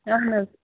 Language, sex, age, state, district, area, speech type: Kashmiri, female, 30-45, Jammu and Kashmir, Srinagar, urban, conversation